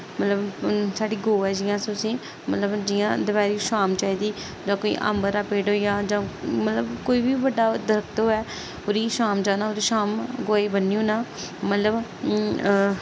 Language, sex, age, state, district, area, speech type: Dogri, female, 18-30, Jammu and Kashmir, Samba, rural, spontaneous